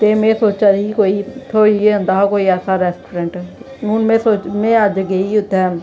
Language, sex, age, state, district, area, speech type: Dogri, female, 18-30, Jammu and Kashmir, Jammu, rural, spontaneous